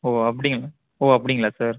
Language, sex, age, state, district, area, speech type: Tamil, male, 18-30, Tamil Nadu, Viluppuram, urban, conversation